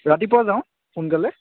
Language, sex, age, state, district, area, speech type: Assamese, male, 18-30, Assam, Nagaon, rural, conversation